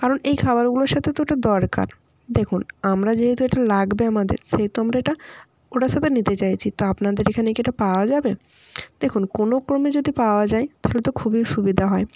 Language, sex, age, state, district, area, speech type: Bengali, female, 18-30, West Bengal, North 24 Parganas, rural, spontaneous